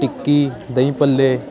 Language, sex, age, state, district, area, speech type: Punjabi, male, 18-30, Punjab, Ludhiana, urban, spontaneous